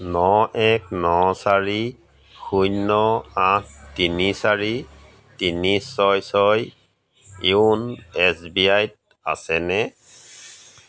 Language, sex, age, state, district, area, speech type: Assamese, male, 45-60, Assam, Golaghat, rural, read